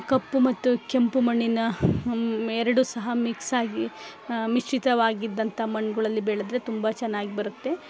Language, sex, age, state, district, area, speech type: Kannada, female, 45-60, Karnataka, Chikkamagaluru, rural, spontaneous